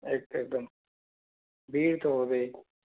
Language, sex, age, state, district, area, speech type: Bengali, male, 18-30, West Bengal, Purulia, rural, conversation